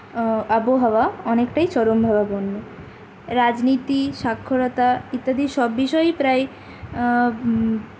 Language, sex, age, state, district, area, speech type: Bengali, female, 30-45, West Bengal, Purulia, urban, spontaneous